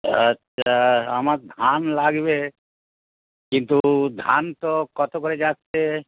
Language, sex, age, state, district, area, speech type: Bengali, male, 60+, West Bengal, Hooghly, rural, conversation